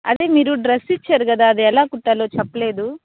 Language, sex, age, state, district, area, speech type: Telugu, female, 45-60, Andhra Pradesh, Kadapa, urban, conversation